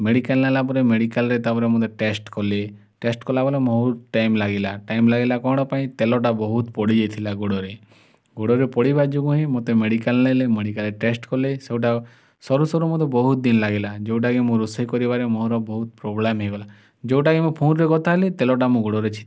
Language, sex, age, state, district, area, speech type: Odia, male, 30-45, Odisha, Kalahandi, rural, spontaneous